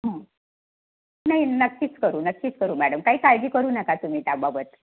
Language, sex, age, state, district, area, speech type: Marathi, female, 60+, Maharashtra, Sangli, urban, conversation